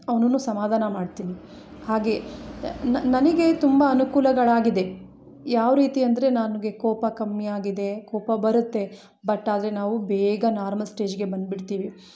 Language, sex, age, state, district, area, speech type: Kannada, female, 30-45, Karnataka, Chikkamagaluru, rural, spontaneous